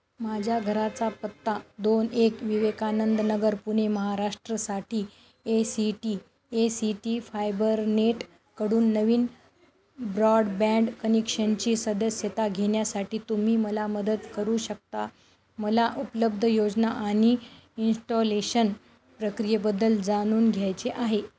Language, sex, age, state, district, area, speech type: Marathi, female, 30-45, Maharashtra, Nanded, urban, read